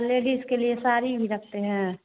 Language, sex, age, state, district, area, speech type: Hindi, female, 60+, Bihar, Madhepura, rural, conversation